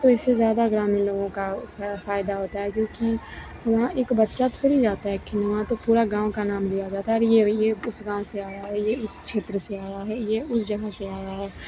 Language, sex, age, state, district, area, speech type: Hindi, female, 18-30, Bihar, Begusarai, rural, spontaneous